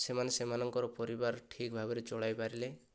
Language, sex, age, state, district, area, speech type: Odia, male, 30-45, Odisha, Kandhamal, rural, spontaneous